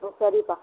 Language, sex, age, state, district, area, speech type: Tamil, female, 60+, Tamil Nadu, Vellore, urban, conversation